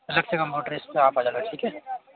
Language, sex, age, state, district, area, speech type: Hindi, male, 45-60, Rajasthan, Jodhpur, urban, conversation